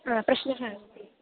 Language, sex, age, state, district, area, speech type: Sanskrit, female, 18-30, Kerala, Palakkad, rural, conversation